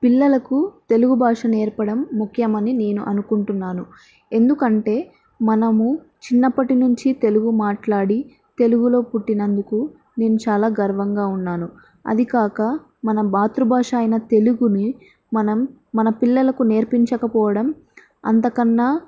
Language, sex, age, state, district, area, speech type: Telugu, female, 18-30, Andhra Pradesh, Nandyal, urban, spontaneous